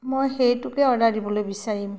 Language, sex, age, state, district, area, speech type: Assamese, female, 60+, Assam, Tinsukia, rural, spontaneous